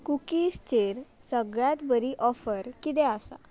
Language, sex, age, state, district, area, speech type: Goan Konkani, female, 18-30, Goa, Ponda, rural, read